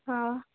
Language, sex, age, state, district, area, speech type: Hindi, female, 18-30, Madhya Pradesh, Narsinghpur, rural, conversation